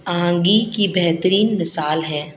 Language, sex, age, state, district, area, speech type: Urdu, female, 30-45, Delhi, South Delhi, urban, spontaneous